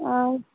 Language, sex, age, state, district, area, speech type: Bengali, female, 18-30, West Bengal, Cooch Behar, urban, conversation